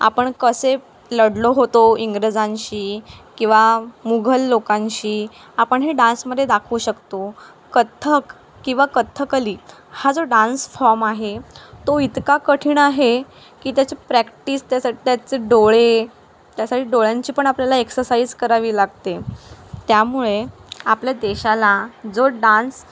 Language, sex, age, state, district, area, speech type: Marathi, female, 18-30, Maharashtra, Palghar, rural, spontaneous